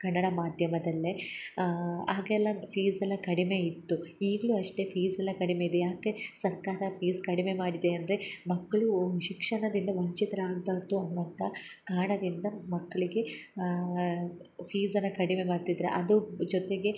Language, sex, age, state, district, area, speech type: Kannada, female, 18-30, Karnataka, Hassan, urban, spontaneous